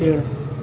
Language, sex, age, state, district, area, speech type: Hindi, male, 18-30, Uttar Pradesh, Azamgarh, rural, read